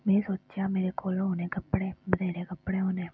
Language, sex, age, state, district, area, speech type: Dogri, female, 18-30, Jammu and Kashmir, Udhampur, rural, spontaneous